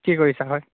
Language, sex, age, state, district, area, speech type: Assamese, male, 18-30, Assam, Charaideo, rural, conversation